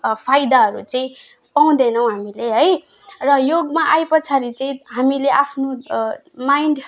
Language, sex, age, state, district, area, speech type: Nepali, female, 18-30, West Bengal, Alipurduar, urban, spontaneous